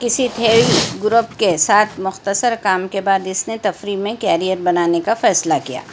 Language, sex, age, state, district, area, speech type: Urdu, female, 60+, Telangana, Hyderabad, urban, read